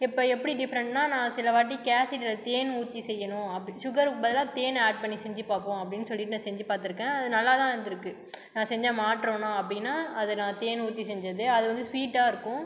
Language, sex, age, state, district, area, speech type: Tamil, female, 30-45, Tamil Nadu, Cuddalore, rural, spontaneous